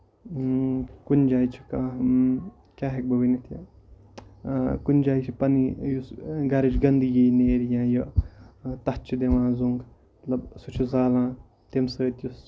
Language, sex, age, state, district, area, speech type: Kashmiri, male, 18-30, Jammu and Kashmir, Kupwara, rural, spontaneous